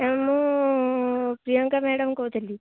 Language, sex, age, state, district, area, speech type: Odia, female, 18-30, Odisha, Jagatsinghpur, rural, conversation